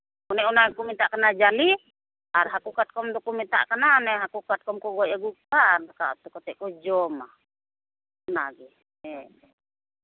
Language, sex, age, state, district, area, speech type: Santali, female, 45-60, West Bengal, Uttar Dinajpur, rural, conversation